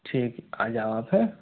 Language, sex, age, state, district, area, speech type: Hindi, male, 60+, Rajasthan, Jaipur, urban, conversation